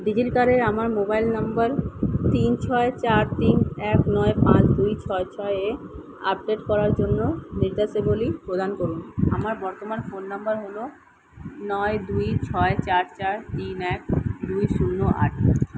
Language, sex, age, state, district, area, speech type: Bengali, female, 30-45, West Bengal, Kolkata, urban, read